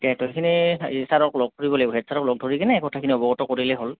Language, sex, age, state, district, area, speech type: Assamese, male, 18-30, Assam, Goalpara, urban, conversation